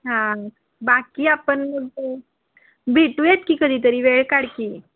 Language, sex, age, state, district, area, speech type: Marathi, female, 18-30, Maharashtra, Kolhapur, urban, conversation